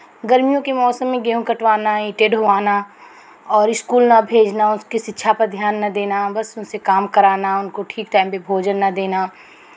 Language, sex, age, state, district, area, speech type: Hindi, female, 45-60, Uttar Pradesh, Chandauli, urban, spontaneous